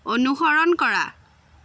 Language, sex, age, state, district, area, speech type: Assamese, female, 30-45, Assam, Biswanath, rural, read